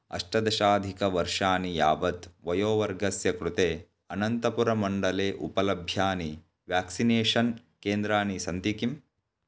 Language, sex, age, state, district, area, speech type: Sanskrit, male, 18-30, Karnataka, Bagalkot, rural, read